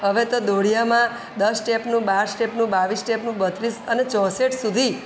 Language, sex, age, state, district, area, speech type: Gujarati, female, 45-60, Gujarat, Surat, urban, spontaneous